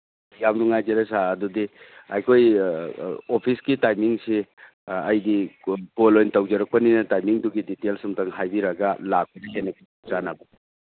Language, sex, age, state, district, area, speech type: Manipuri, male, 45-60, Manipur, Churachandpur, rural, conversation